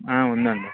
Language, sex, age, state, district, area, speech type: Telugu, male, 18-30, Andhra Pradesh, Anantapur, urban, conversation